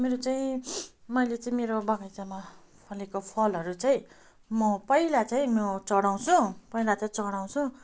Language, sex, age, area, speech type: Nepali, female, 30-45, rural, spontaneous